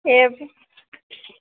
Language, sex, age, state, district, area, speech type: Assamese, female, 30-45, Assam, Dhemaji, rural, conversation